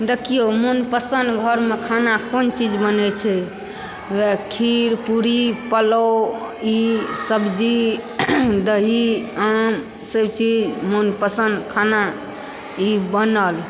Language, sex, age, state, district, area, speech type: Maithili, female, 60+, Bihar, Supaul, rural, spontaneous